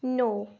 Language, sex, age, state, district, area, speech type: Dogri, female, 18-30, Jammu and Kashmir, Udhampur, rural, read